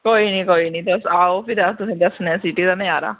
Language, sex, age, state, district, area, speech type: Dogri, female, 18-30, Jammu and Kashmir, Jammu, rural, conversation